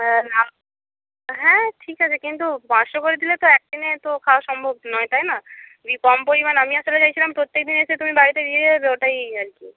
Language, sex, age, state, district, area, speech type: Bengali, female, 30-45, West Bengal, Purba Medinipur, rural, conversation